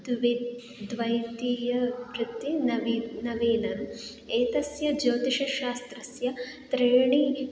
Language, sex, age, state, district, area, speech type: Sanskrit, female, 18-30, Karnataka, Hassan, urban, spontaneous